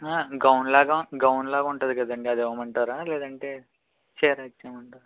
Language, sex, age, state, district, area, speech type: Telugu, male, 18-30, Andhra Pradesh, West Godavari, rural, conversation